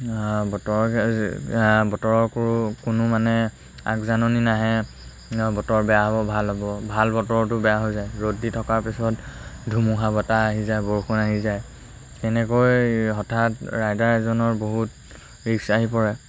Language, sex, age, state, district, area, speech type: Assamese, male, 18-30, Assam, Lakhimpur, rural, spontaneous